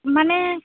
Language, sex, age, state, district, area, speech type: Santali, female, 18-30, West Bengal, Purba Bardhaman, rural, conversation